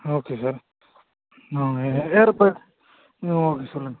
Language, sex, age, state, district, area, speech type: Tamil, male, 18-30, Tamil Nadu, Krishnagiri, rural, conversation